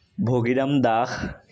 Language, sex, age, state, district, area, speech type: Assamese, male, 60+, Assam, Kamrup Metropolitan, urban, spontaneous